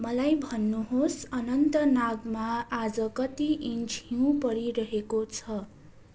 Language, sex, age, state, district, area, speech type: Nepali, female, 18-30, West Bengal, Darjeeling, rural, read